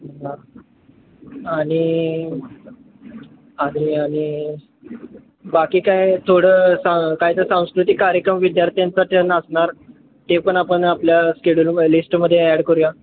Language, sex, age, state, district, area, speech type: Marathi, male, 18-30, Maharashtra, Sangli, urban, conversation